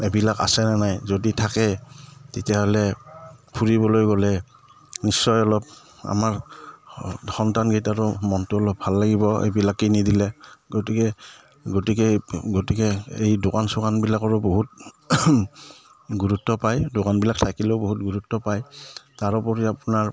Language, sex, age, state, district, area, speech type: Assamese, male, 45-60, Assam, Udalguri, rural, spontaneous